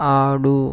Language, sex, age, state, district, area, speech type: Telugu, male, 18-30, Andhra Pradesh, West Godavari, rural, read